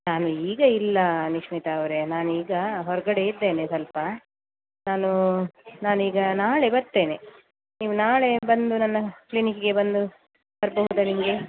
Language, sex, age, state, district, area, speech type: Kannada, female, 45-60, Karnataka, Dakshina Kannada, rural, conversation